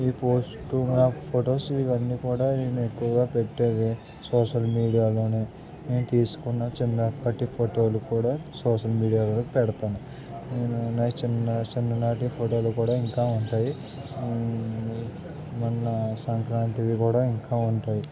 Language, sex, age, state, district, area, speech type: Telugu, male, 18-30, Andhra Pradesh, Anakapalli, rural, spontaneous